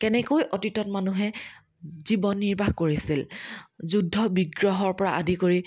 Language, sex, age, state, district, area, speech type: Assamese, female, 30-45, Assam, Dhemaji, rural, spontaneous